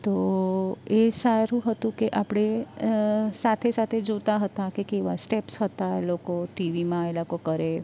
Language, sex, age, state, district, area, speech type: Gujarati, female, 30-45, Gujarat, Valsad, urban, spontaneous